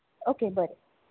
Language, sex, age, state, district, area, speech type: Goan Konkani, female, 18-30, Goa, Ponda, rural, conversation